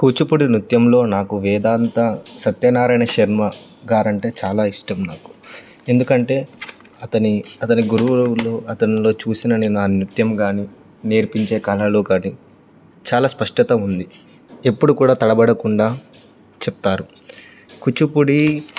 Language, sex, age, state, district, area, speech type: Telugu, male, 18-30, Telangana, Karimnagar, rural, spontaneous